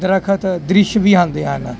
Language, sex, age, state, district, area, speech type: Punjabi, male, 30-45, Punjab, Jalandhar, urban, spontaneous